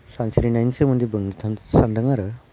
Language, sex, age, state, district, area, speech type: Bodo, male, 30-45, Assam, Udalguri, rural, spontaneous